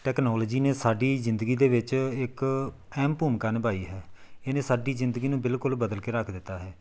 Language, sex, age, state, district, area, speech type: Punjabi, male, 30-45, Punjab, Tarn Taran, rural, spontaneous